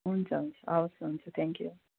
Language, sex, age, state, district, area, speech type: Nepali, female, 30-45, West Bengal, Darjeeling, rural, conversation